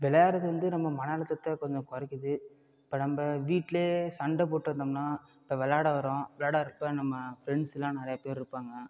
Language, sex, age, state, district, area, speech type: Tamil, male, 30-45, Tamil Nadu, Ariyalur, rural, spontaneous